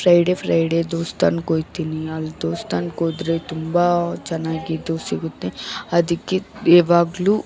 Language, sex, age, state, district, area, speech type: Kannada, female, 18-30, Karnataka, Bangalore Urban, urban, spontaneous